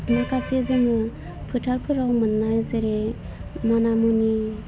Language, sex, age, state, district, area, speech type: Bodo, female, 30-45, Assam, Udalguri, rural, spontaneous